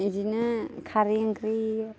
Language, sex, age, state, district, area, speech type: Bodo, female, 18-30, Assam, Baksa, rural, spontaneous